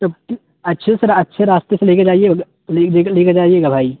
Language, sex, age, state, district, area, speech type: Urdu, male, 18-30, Uttar Pradesh, Balrampur, rural, conversation